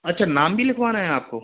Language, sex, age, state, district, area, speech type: Hindi, male, 60+, Rajasthan, Jaipur, urban, conversation